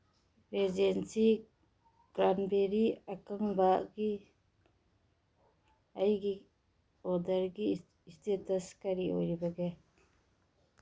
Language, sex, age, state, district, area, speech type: Manipuri, female, 45-60, Manipur, Churachandpur, urban, read